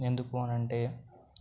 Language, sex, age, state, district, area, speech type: Telugu, male, 18-30, Telangana, Nalgonda, urban, spontaneous